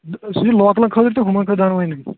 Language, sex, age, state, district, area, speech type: Kashmiri, male, 18-30, Jammu and Kashmir, Shopian, rural, conversation